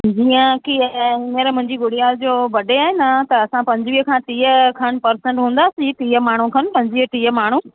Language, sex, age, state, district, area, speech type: Sindhi, female, 45-60, Gujarat, Kutch, urban, conversation